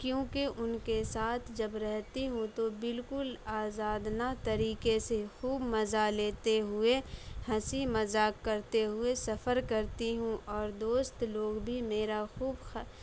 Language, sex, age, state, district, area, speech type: Urdu, female, 18-30, Bihar, Saharsa, rural, spontaneous